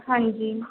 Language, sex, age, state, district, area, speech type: Punjabi, female, 18-30, Punjab, Mansa, urban, conversation